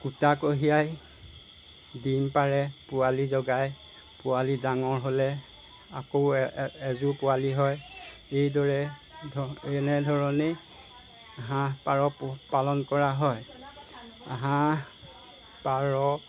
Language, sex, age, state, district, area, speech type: Assamese, male, 60+, Assam, Golaghat, rural, spontaneous